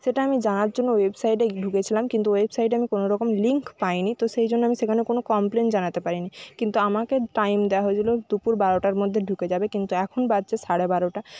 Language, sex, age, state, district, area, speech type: Bengali, female, 30-45, West Bengal, Jhargram, rural, spontaneous